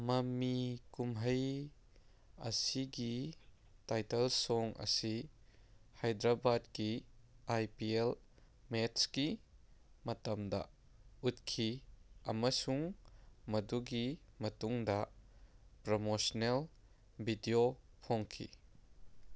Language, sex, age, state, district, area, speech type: Manipuri, male, 18-30, Manipur, Kangpokpi, urban, read